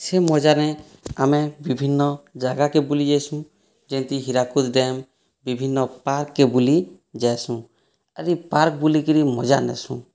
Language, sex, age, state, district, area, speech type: Odia, male, 30-45, Odisha, Boudh, rural, spontaneous